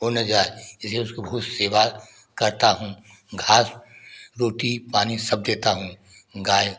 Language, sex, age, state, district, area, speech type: Hindi, male, 60+, Uttar Pradesh, Prayagraj, rural, spontaneous